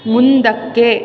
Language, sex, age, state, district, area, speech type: Kannada, female, 18-30, Karnataka, Mysore, urban, read